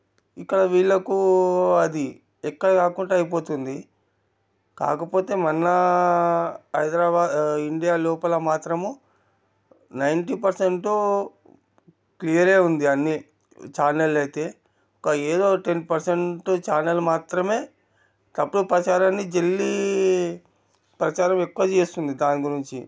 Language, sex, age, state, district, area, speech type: Telugu, male, 45-60, Telangana, Ranga Reddy, rural, spontaneous